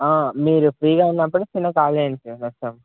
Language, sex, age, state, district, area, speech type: Telugu, male, 18-30, Telangana, Bhadradri Kothagudem, urban, conversation